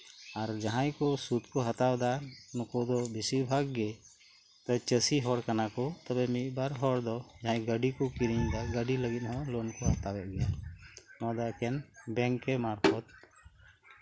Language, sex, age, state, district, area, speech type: Santali, male, 45-60, West Bengal, Birbhum, rural, spontaneous